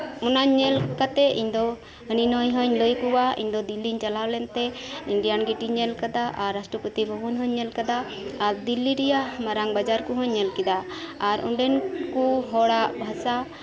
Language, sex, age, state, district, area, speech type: Santali, female, 45-60, West Bengal, Birbhum, rural, spontaneous